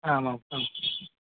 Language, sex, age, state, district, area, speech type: Sanskrit, male, 18-30, Maharashtra, Solapur, rural, conversation